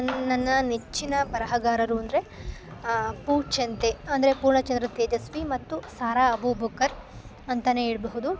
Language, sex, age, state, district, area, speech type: Kannada, female, 18-30, Karnataka, Chikkamagaluru, rural, spontaneous